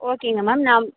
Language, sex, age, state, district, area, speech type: Tamil, female, 18-30, Tamil Nadu, Sivaganga, rural, conversation